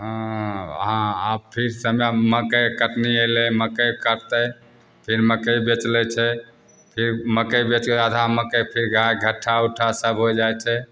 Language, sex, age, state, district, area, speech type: Maithili, male, 45-60, Bihar, Begusarai, rural, spontaneous